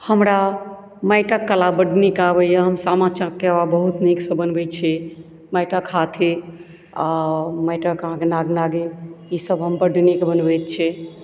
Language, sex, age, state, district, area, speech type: Maithili, female, 45-60, Bihar, Supaul, rural, spontaneous